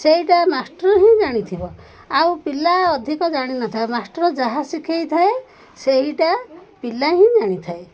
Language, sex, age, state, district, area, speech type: Odia, female, 45-60, Odisha, Koraput, urban, spontaneous